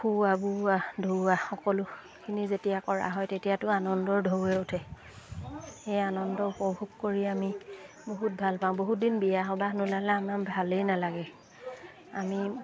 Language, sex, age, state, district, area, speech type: Assamese, female, 30-45, Assam, Lakhimpur, rural, spontaneous